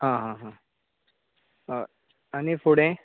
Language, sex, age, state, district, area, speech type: Goan Konkani, male, 30-45, Goa, Canacona, rural, conversation